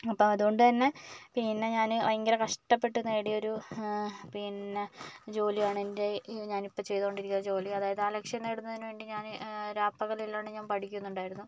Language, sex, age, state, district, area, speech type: Malayalam, female, 30-45, Kerala, Kozhikode, urban, spontaneous